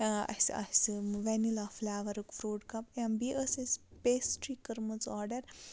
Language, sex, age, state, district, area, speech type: Kashmiri, female, 18-30, Jammu and Kashmir, Baramulla, rural, spontaneous